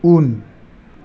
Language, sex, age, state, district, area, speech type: Bodo, male, 18-30, Assam, Chirang, urban, read